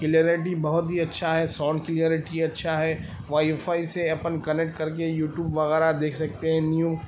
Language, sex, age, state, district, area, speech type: Urdu, male, 30-45, Telangana, Hyderabad, urban, spontaneous